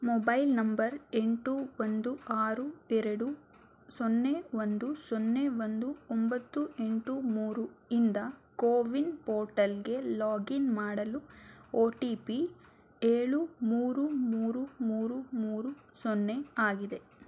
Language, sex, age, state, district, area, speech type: Kannada, female, 18-30, Karnataka, Tumkur, urban, read